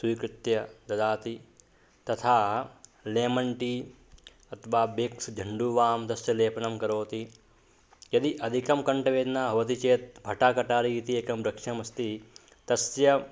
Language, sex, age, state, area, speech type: Sanskrit, male, 18-30, Madhya Pradesh, rural, spontaneous